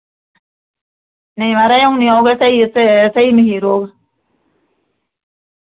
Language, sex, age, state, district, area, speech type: Dogri, female, 18-30, Jammu and Kashmir, Reasi, rural, conversation